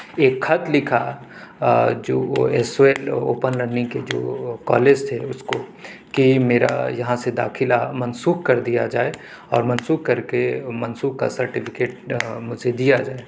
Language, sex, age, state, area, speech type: Urdu, male, 18-30, Uttar Pradesh, urban, spontaneous